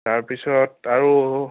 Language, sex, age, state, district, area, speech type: Assamese, male, 30-45, Assam, Nagaon, rural, conversation